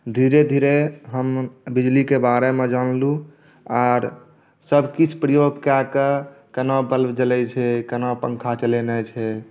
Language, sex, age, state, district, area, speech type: Maithili, male, 30-45, Bihar, Saharsa, urban, spontaneous